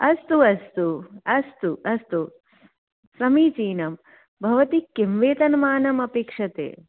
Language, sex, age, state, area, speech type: Sanskrit, female, 30-45, Delhi, urban, conversation